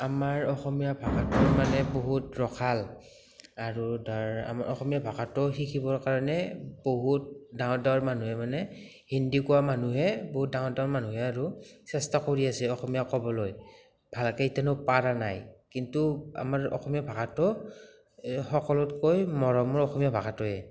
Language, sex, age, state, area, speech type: Assamese, male, 18-30, Assam, rural, spontaneous